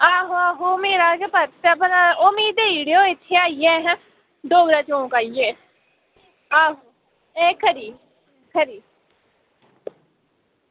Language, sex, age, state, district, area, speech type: Dogri, female, 18-30, Jammu and Kashmir, Samba, rural, conversation